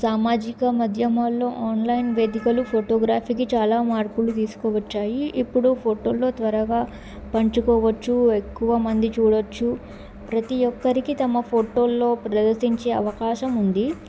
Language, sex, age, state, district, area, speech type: Telugu, female, 18-30, Telangana, Bhadradri Kothagudem, urban, spontaneous